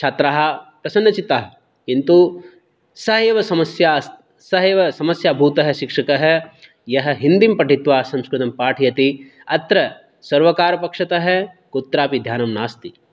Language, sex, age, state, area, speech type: Sanskrit, male, 30-45, Rajasthan, urban, spontaneous